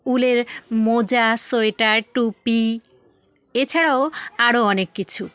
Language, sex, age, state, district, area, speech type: Bengali, female, 18-30, West Bengal, South 24 Parganas, rural, spontaneous